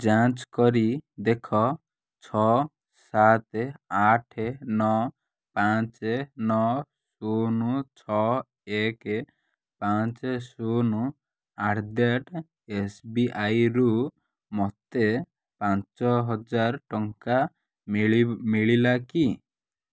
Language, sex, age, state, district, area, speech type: Odia, male, 18-30, Odisha, Kalahandi, rural, read